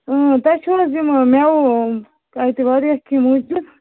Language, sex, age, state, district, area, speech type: Kashmiri, female, 30-45, Jammu and Kashmir, Baramulla, rural, conversation